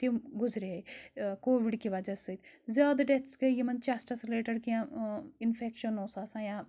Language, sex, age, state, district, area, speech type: Kashmiri, female, 30-45, Jammu and Kashmir, Srinagar, urban, spontaneous